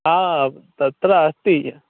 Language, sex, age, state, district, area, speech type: Sanskrit, male, 18-30, Uttar Pradesh, Pratapgarh, rural, conversation